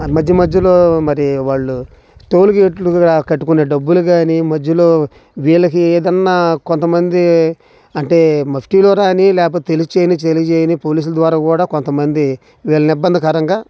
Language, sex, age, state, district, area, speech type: Telugu, male, 30-45, Andhra Pradesh, Bapatla, urban, spontaneous